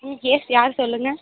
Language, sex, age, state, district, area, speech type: Tamil, female, 18-30, Tamil Nadu, Perambalur, urban, conversation